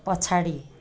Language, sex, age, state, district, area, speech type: Nepali, female, 30-45, West Bengal, Darjeeling, rural, read